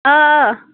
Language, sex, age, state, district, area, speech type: Kashmiri, female, 30-45, Jammu and Kashmir, Baramulla, rural, conversation